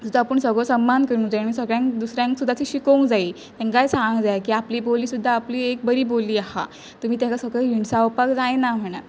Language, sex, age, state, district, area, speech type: Goan Konkani, female, 18-30, Goa, Pernem, rural, spontaneous